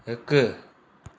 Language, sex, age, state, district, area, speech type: Sindhi, male, 30-45, Gujarat, Surat, urban, read